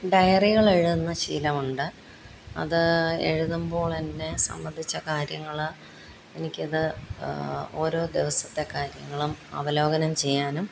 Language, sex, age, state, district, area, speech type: Malayalam, female, 45-60, Kerala, Pathanamthitta, rural, spontaneous